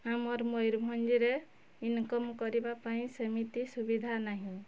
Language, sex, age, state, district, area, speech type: Odia, female, 45-60, Odisha, Mayurbhanj, rural, spontaneous